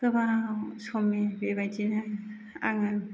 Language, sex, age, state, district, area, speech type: Bodo, female, 30-45, Assam, Chirang, urban, spontaneous